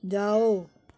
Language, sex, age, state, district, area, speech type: Hindi, female, 60+, Madhya Pradesh, Gwalior, rural, read